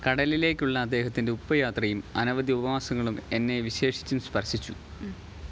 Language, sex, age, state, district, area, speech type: Malayalam, male, 18-30, Kerala, Pathanamthitta, rural, read